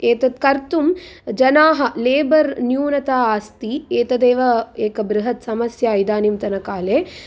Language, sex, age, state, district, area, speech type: Sanskrit, female, 18-30, Andhra Pradesh, Guntur, urban, spontaneous